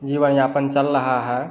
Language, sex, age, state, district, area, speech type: Hindi, male, 30-45, Bihar, Samastipur, rural, spontaneous